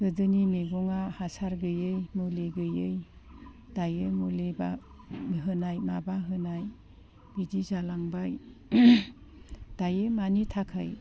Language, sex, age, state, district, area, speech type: Bodo, female, 60+, Assam, Udalguri, rural, spontaneous